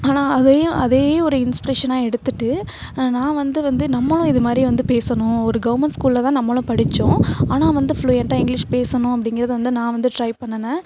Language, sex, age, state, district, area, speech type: Tamil, female, 18-30, Tamil Nadu, Thanjavur, urban, spontaneous